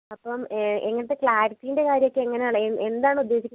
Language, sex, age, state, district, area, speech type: Malayalam, female, 30-45, Kerala, Wayanad, rural, conversation